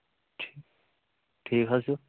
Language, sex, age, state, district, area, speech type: Kashmiri, male, 18-30, Jammu and Kashmir, Kulgam, rural, conversation